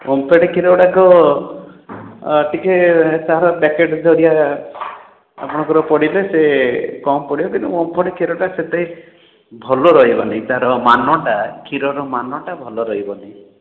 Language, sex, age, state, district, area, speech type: Odia, male, 60+, Odisha, Khordha, rural, conversation